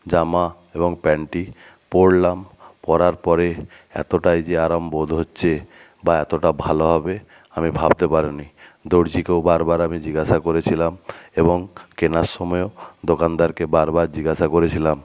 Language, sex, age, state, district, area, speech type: Bengali, male, 60+, West Bengal, Nadia, rural, spontaneous